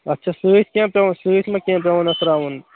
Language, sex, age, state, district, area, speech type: Kashmiri, male, 18-30, Jammu and Kashmir, Shopian, rural, conversation